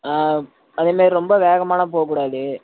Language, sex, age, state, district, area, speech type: Tamil, male, 30-45, Tamil Nadu, Tiruvarur, rural, conversation